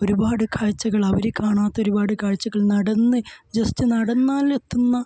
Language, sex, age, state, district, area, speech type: Malayalam, male, 18-30, Kerala, Kasaragod, rural, spontaneous